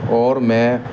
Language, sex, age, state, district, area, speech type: Urdu, male, 30-45, Uttar Pradesh, Muzaffarnagar, rural, spontaneous